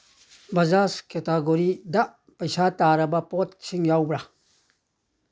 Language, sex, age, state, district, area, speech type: Manipuri, male, 60+, Manipur, Churachandpur, rural, read